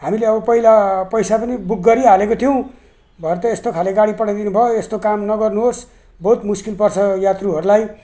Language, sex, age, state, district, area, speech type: Nepali, male, 60+, West Bengal, Jalpaiguri, rural, spontaneous